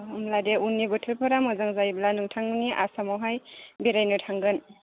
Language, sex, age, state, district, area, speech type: Bodo, female, 30-45, Assam, Chirang, urban, conversation